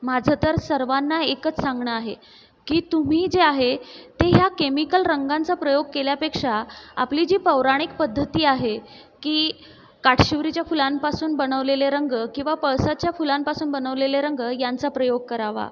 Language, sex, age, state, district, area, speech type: Marathi, female, 30-45, Maharashtra, Buldhana, urban, spontaneous